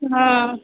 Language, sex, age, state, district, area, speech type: Bengali, female, 30-45, West Bengal, Murshidabad, rural, conversation